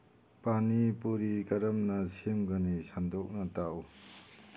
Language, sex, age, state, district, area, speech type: Manipuri, male, 45-60, Manipur, Churachandpur, urban, read